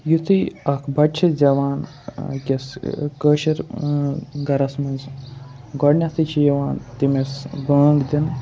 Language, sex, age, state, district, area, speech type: Kashmiri, male, 18-30, Jammu and Kashmir, Ganderbal, rural, spontaneous